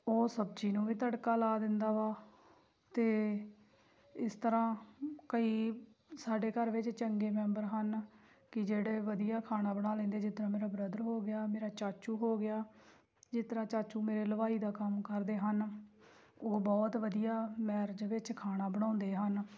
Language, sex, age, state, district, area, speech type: Punjabi, female, 18-30, Punjab, Tarn Taran, rural, spontaneous